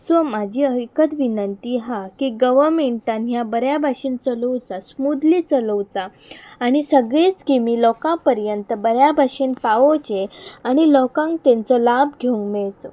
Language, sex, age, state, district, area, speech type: Goan Konkani, female, 18-30, Goa, Pernem, rural, spontaneous